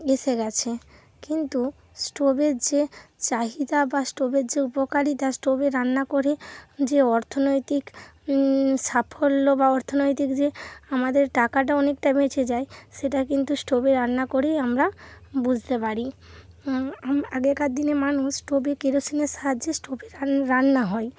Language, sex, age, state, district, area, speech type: Bengali, female, 30-45, West Bengal, Hooghly, urban, spontaneous